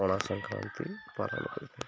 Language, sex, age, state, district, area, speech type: Odia, male, 30-45, Odisha, Subarnapur, urban, spontaneous